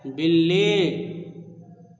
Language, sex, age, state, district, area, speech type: Hindi, male, 30-45, Bihar, Darbhanga, rural, read